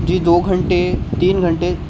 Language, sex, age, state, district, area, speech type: Urdu, male, 18-30, Uttar Pradesh, Rampur, urban, spontaneous